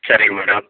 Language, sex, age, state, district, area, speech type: Tamil, male, 45-60, Tamil Nadu, Viluppuram, rural, conversation